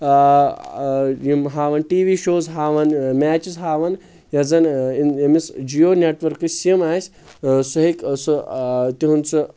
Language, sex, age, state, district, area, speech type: Kashmiri, male, 18-30, Jammu and Kashmir, Anantnag, rural, spontaneous